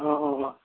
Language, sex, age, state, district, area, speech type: Assamese, male, 60+, Assam, Dibrugarh, rural, conversation